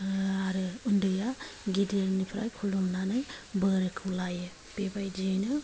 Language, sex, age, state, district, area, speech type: Bodo, female, 45-60, Assam, Kokrajhar, rural, spontaneous